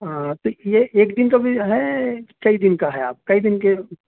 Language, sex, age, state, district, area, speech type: Urdu, male, 30-45, Uttar Pradesh, Gautam Buddha Nagar, urban, conversation